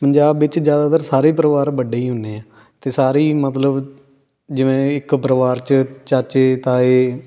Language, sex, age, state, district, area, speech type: Punjabi, male, 18-30, Punjab, Fatehgarh Sahib, urban, spontaneous